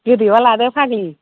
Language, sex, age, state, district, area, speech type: Bodo, female, 45-60, Assam, Kokrajhar, urban, conversation